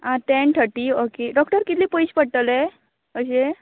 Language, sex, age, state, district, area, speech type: Goan Konkani, female, 18-30, Goa, Canacona, rural, conversation